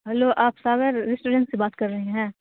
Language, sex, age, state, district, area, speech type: Urdu, female, 18-30, Bihar, Saharsa, rural, conversation